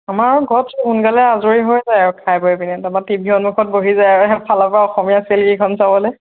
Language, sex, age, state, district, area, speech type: Assamese, female, 30-45, Assam, Lakhimpur, rural, conversation